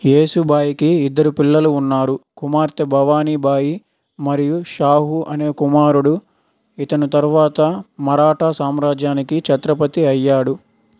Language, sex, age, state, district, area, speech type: Telugu, male, 18-30, Andhra Pradesh, Nellore, urban, read